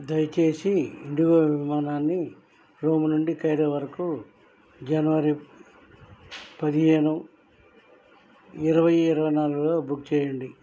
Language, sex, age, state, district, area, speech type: Telugu, male, 60+, Andhra Pradesh, N T Rama Rao, urban, read